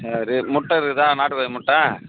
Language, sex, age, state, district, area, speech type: Tamil, male, 45-60, Tamil Nadu, Tiruvannamalai, rural, conversation